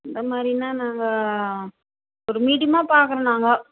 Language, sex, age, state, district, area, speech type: Tamil, female, 45-60, Tamil Nadu, Vellore, rural, conversation